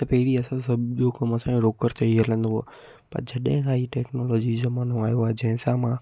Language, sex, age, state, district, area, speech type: Sindhi, male, 18-30, Gujarat, Kutch, rural, spontaneous